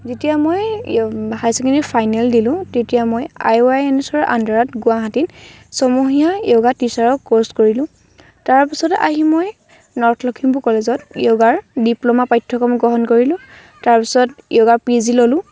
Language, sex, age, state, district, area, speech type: Assamese, female, 18-30, Assam, Lakhimpur, rural, spontaneous